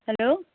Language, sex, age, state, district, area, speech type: Nepali, female, 30-45, West Bengal, Kalimpong, rural, conversation